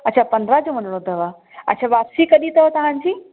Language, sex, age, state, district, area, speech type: Sindhi, female, 30-45, Uttar Pradesh, Lucknow, urban, conversation